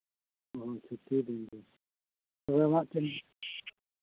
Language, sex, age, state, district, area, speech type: Santali, male, 60+, Jharkhand, East Singhbhum, rural, conversation